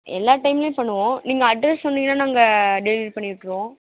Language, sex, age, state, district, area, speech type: Tamil, female, 18-30, Tamil Nadu, Namakkal, rural, conversation